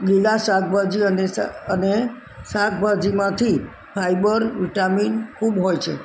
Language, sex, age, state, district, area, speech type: Gujarati, female, 60+, Gujarat, Kheda, rural, spontaneous